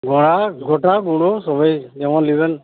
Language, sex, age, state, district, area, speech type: Bengali, male, 60+, West Bengal, Uttar Dinajpur, urban, conversation